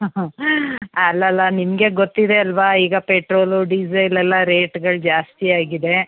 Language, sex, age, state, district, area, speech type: Kannada, female, 45-60, Karnataka, Tumkur, rural, conversation